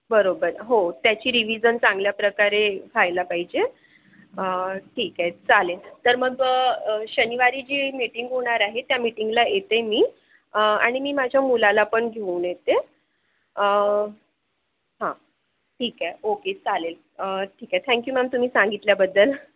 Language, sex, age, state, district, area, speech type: Marathi, female, 30-45, Maharashtra, Akola, urban, conversation